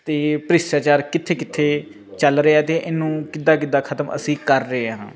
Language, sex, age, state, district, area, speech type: Punjabi, male, 18-30, Punjab, Faridkot, urban, spontaneous